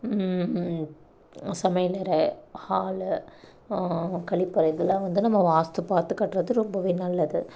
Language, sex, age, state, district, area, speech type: Tamil, female, 18-30, Tamil Nadu, Namakkal, rural, spontaneous